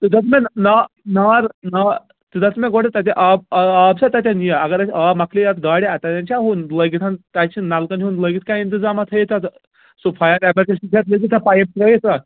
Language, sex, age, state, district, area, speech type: Kashmiri, male, 60+, Jammu and Kashmir, Srinagar, urban, conversation